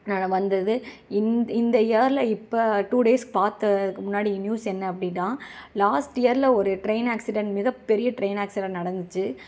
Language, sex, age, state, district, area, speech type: Tamil, female, 18-30, Tamil Nadu, Kanchipuram, urban, spontaneous